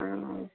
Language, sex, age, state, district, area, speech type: Odia, female, 45-60, Odisha, Gajapati, rural, conversation